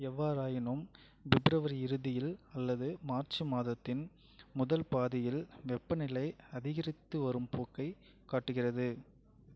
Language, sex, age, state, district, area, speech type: Tamil, male, 30-45, Tamil Nadu, Tiruvarur, rural, read